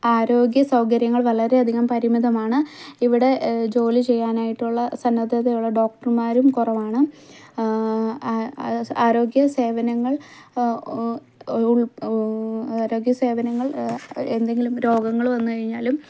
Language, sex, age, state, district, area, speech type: Malayalam, female, 18-30, Kerala, Idukki, rural, spontaneous